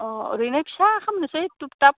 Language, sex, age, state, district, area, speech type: Bodo, female, 18-30, Assam, Udalguri, urban, conversation